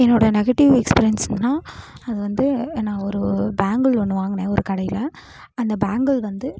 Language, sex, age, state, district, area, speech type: Tamil, female, 18-30, Tamil Nadu, Namakkal, rural, spontaneous